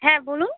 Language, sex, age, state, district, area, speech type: Bengali, female, 30-45, West Bengal, Alipurduar, rural, conversation